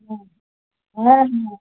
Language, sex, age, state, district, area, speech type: Bengali, female, 60+, West Bengal, Uttar Dinajpur, urban, conversation